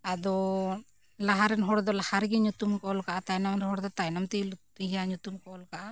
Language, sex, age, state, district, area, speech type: Santali, female, 45-60, Jharkhand, Bokaro, rural, spontaneous